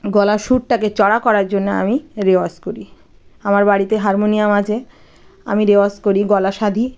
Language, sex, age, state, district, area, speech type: Bengali, female, 30-45, West Bengal, Birbhum, urban, spontaneous